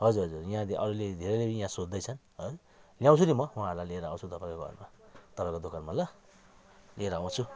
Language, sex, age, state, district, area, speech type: Nepali, male, 45-60, West Bengal, Jalpaiguri, rural, spontaneous